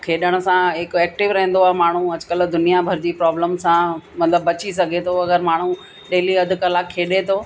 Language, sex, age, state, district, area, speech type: Sindhi, female, 45-60, Uttar Pradesh, Lucknow, rural, spontaneous